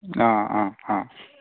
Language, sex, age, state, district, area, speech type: Assamese, male, 60+, Assam, Morigaon, rural, conversation